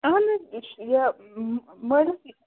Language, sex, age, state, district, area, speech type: Kashmiri, female, 30-45, Jammu and Kashmir, Bandipora, rural, conversation